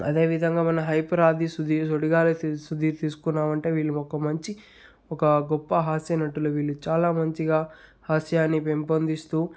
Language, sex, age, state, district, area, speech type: Telugu, male, 30-45, Andhra Pradesh, Chittoor, rural, spontaneous